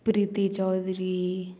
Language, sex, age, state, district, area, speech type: Goan Konkani, female, 18-30, Goa, Murmgao, rural, spontaneous